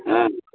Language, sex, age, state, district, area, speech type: Maithili, male, 30-45, Bihar, Samastipur, rural, conversation